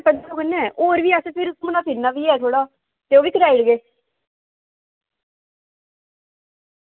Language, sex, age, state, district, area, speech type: Dogri, female, 18-30, Jammu and Kashmir, Samba, rural, conversation